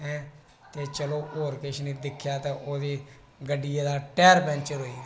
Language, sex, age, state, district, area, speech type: Dogri, male, 18-30, Jammu and Kashmir, Reasi, rural, spontaneous